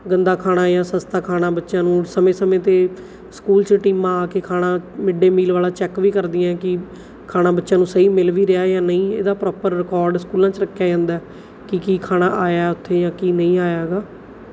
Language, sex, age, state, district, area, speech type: Punjabi, female, 30-45, Punjab, Bathinda, urban, spontaneous